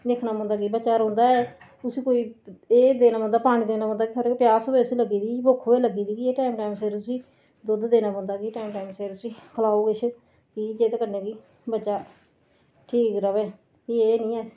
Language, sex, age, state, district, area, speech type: Dogri, female, 45-60, Jammu and Kashmir, Reasi, rural, spontaneous